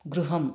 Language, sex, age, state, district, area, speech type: Sanskrit, female, 30-45, Kerala, Ernakulam, urban, read